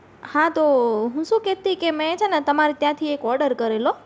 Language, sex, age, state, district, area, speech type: Gujarati, female, 30-45, Gujarat, Rajkot, urban, spontaneous